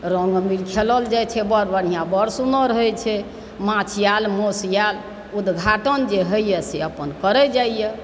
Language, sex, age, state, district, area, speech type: Maithili, male, 60+, Bihar, Supaul, rural, spontaneous